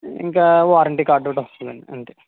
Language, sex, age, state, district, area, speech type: Telugu, male, 45-60, Andhra Pradesh, East Godavari, rural, conversation